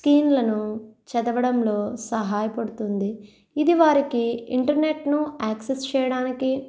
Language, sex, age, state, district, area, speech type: Telugu, female, 30-45, Andhra Pradesh, East Godavari, rural, spontaneous